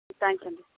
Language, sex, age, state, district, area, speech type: Telugu, female, 30-45, Andhra Pradesh, Sri Balaji, rural, conversation